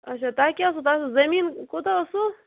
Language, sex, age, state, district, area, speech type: Kashmiri, female, 30-45, Jammu and Kashmir, Bandipora, rural, conversation